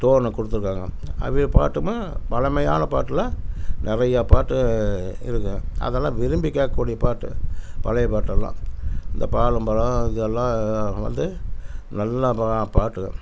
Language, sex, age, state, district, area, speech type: Tamil, male, 60+, Tamil Nadu, Namakkal, rural, spontaneous